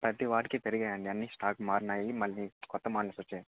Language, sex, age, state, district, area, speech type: Telugu, male, 18-30, Andhra Pradesh, Annamaya, rural, conversation